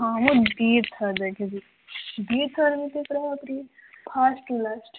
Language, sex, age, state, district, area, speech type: Odia, female, 18-30, Odisha, Balasore, rural, conversation